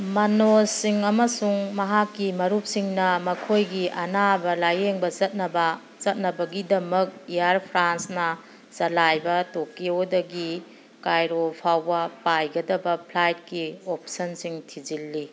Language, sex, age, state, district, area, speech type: Manipuri, female, 45-60, Manipur, Kangpokpi, urban, read